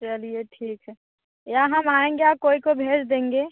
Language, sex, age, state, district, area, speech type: Hindi, female, 45-60, Uttar Pradesh, Bhadohi, urban, conversation